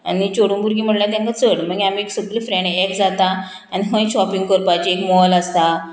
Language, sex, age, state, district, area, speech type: Goan Konkani, female, 45-60, Goa, Murmgao, rural, spontaneous